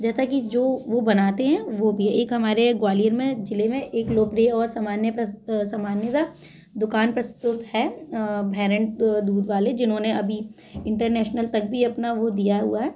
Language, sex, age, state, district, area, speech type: Hindi, female, 30-45, Madhya Pradesh, Gwalior, rural, spontaneous